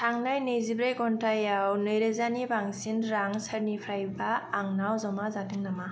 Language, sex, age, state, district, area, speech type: Bodo, female, 30-45, Assam, Kokrajhar, urban, read